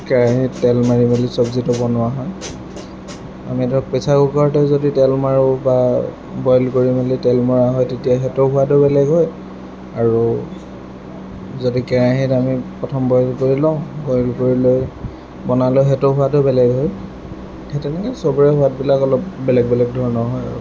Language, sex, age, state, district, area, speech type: Assamese, male, 18-30, Assam, Lakhimpur, rural, spontaneous